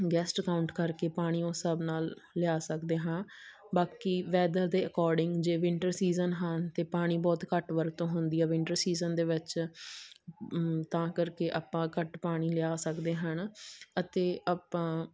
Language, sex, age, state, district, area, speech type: Punjabi, female, 18-30, Punjab, Muktsar, urban, spontaneous